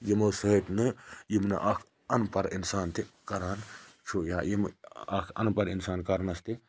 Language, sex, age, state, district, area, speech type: Kashmiri, male, 18-30, Jammu and Kashmir, Baramulla, rural, spontaneous